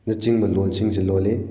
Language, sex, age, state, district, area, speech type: Manipuri, male, 18-30, Manipur, Kakching, rural, spontaneous